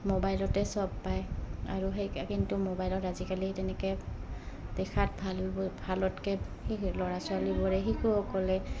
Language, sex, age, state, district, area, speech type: Assamese, female, 30-45, Assam, Goalpara, rural, spontaneous